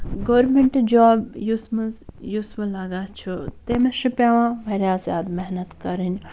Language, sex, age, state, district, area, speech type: Kashmiri, female, 18-30, Jammu and Kashmir, Bandipora, rural, spontaneous